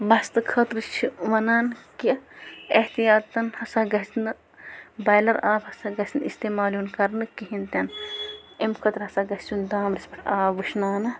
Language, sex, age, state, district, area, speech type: Kashmiri, female, 18-30, Jammu and Kashmir, Bandipora, rural, spontaneous